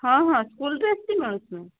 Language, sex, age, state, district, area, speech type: Odia, female, 45-60, Odisha, Rayagada, rural, conversation